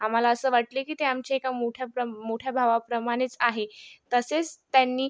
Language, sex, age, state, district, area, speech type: Marathi, female, 18-30, Maharashtra, Yavatmal, rural, spontaneous